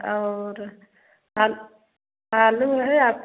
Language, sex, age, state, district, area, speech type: Hindi, female, 30-45, Uttar Pradesh, Prayagraj, rural, conversation